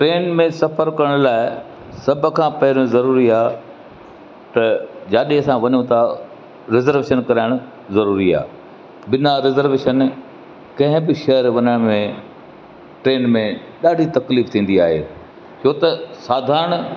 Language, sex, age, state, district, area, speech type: Sindhi, male, 60+, Madhya Pradesh, Katni, urban, spontaneous